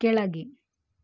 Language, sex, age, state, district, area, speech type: Kannada, female, 18-30, Karnataka, Shimoga, rural, read